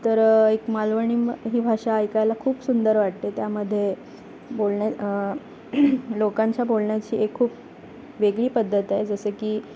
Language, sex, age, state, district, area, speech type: Marathi, female, 18-30, Maharashtra, Ratnagiri, rural, spontaneous